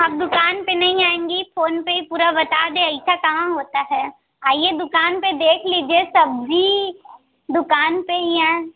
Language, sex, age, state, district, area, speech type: Hindi, female, 30-45, Uttar Pradesh, Mirzapur, rural, conversation